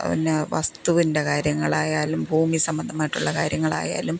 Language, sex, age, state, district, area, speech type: Malayalam, female, 45-60, Kerala, Thiruvananthapuram, rural, spontaneous